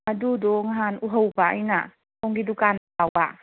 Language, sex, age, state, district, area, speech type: Manipuri, female, 18-30, Manipur, Kangpokpi, urban, conversation